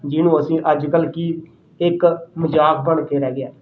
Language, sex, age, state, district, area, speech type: Punjabi, male, 30-45, Punjab, Rupnagar, rural, spontaneous